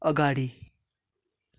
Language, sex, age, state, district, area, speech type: Nepali, male, 18-30, West Bengal, Darjeeling, rural, read